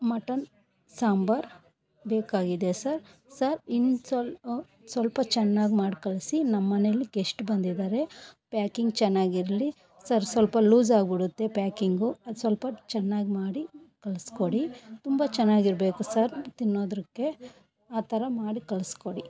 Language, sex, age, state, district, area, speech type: Kannada, female, 45-60, Karnataka, Bangalore Rural, rural, spontaneous